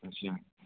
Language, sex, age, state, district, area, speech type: Punjabi, male, 18-30, Punjab, Firozpur, rural, conversation